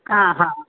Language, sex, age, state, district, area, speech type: Kannada, female, 60+, Karnataka, Udupi, rural, conversation